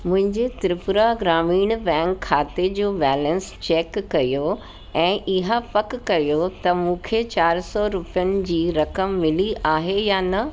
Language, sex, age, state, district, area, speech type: Sindhi, female, 45-60, Delhi, South Delhi, urban, read